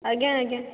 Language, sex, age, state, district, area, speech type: Odia, female, 18-30, Odisha, Dhenkanal, rural, conversation